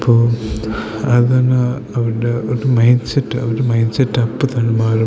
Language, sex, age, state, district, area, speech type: Malayalam, male, 18-30, Kerala, Idukki, rural, spontaneous